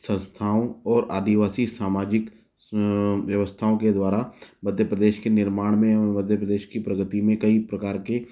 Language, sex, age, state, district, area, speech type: Hindi, male, 30-45, Madhya Pradesh, Ujjain, urban, spontaneous